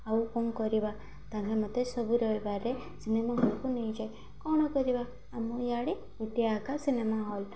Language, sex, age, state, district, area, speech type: Odia, female, 18-30, Odisha, Malkangiri, urban, spontaneous